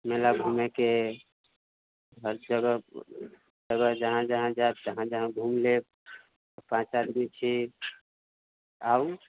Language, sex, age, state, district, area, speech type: Maithili, male, 45-60, Bihar, Sitamarhi, rural, conversation